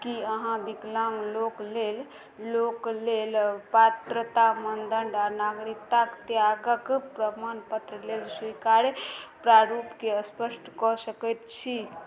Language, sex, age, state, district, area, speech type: Maithili, female, 30-45, Bihar, Madhubani, rural, read